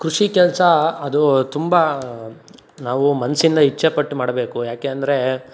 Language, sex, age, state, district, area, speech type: Kannada, male, 18-30, Karnataka, Tumkur, rural, spontaneous